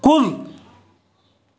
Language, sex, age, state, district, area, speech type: Kashmiri, male, 18-30, Jammu and Kashmir, Ganderbal, rural, read